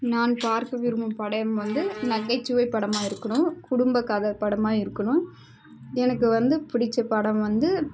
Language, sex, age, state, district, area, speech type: Tamil, female, 18-30, Tamil Nadu, Dharmapuri, rural, spontaneous